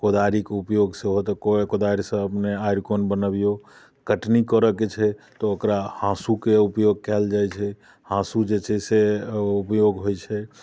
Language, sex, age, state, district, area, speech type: Maithili, male, 45-60, Bihar, Muzaffarpur, rural, spontaneous